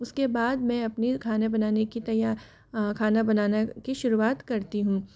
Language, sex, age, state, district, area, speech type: Hindi, female, 45-60, Rajasthan, Jaipur, urban, spontaneous